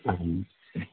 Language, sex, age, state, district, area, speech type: Sanskrit, male, 18-30, Telangana, Karimnagar, urban, conversation